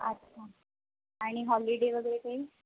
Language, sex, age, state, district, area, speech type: Marathi, female, 18-30, Maharashtra, Sindhudurg, rural, conversation